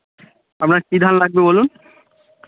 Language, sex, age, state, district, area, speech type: Bengali, male, 18-30, West Bengal, Birbhum, urban, conversation